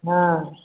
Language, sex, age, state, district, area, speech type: Maithili, female, 30-45, Bihar, Begusarai, urban, conversation